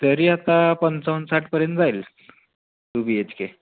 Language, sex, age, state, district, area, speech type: Marathi, male, 18-30, Maharashtra, Osmanabad, rural, conversation